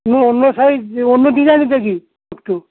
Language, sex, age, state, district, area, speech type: Bengali, male, 60+, West Bengal, Hooghly, rural, conversation